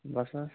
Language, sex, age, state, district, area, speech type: Kashmiri, male, 45-60, Jammu and Kashmir, Bandipora, rural, conversation